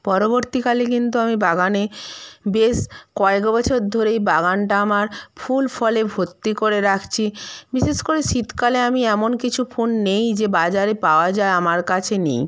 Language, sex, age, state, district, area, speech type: Bengali, female, 45-60, West Bengal, Nadia, rural, spontaneous